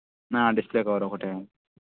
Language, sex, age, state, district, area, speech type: Telugu, male, 18-30, Telangana, Sangareddy, urban, conversation